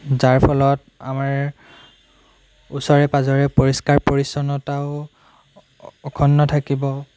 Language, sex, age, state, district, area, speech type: Assamese, male, 18-30, Assam, Golaghat, rural, spontaneous